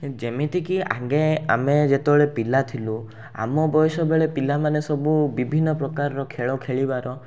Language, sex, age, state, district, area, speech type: Odia, male, 18-30, Odisha, Rayagada, urban, spontaneous